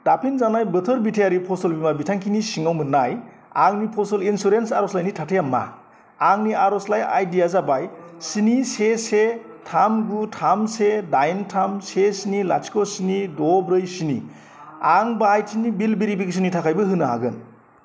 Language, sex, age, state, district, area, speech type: Bodo, male, 30-45, Assam, Kokrajhar, rural, read